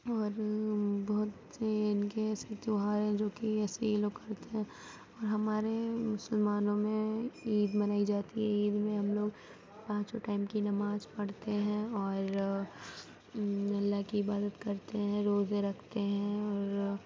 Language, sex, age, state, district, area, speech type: Urdu, female, 18-30, Uttar Pradesh, Gautam Buddha Nagar, urban, spontaneous